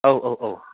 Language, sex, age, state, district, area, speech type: Bodo, male, 30-45, Assam, Udalguri, urban, conversation